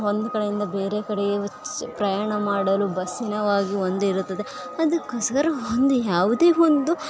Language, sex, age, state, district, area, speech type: Kannada, female, 18-30, Karnataka, Bellary, rural, spontaneous